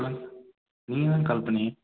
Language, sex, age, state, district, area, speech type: Tamil, male, 18-30, Tamil Nadu, Thanjavur, rural, conversation